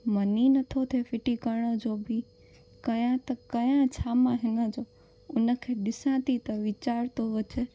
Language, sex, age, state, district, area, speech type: Sindhi, female, 18-30, Gujarat, Junagadh, urban, spontaneous